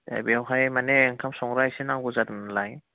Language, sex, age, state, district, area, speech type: Bodo, male, 30-45, Assam, Udalguri, urban, conversation